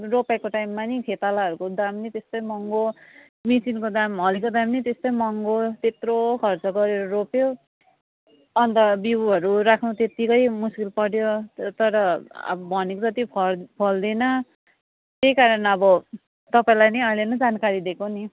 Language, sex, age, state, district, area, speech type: Nepali, female, 45-60, West Bengal, Darjeeling, rural, conversation